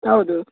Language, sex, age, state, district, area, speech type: Kannada, female, 30-45, Karnataka, Dakshina Kannada, rural, conversation